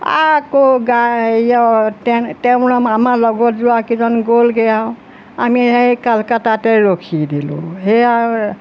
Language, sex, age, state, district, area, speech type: Assamese, female, 60+, Assam, Golaghat, urban, spontaneous